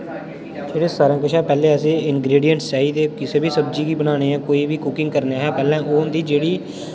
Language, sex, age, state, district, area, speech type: Dogri, male, 18-30, Jammu and Kashmir, Udhampur, rural, spontaneous